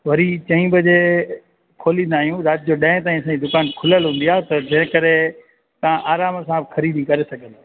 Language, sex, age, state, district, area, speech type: Sindhi, male, 30-45, Gujarat, Junagadh, rural, conversation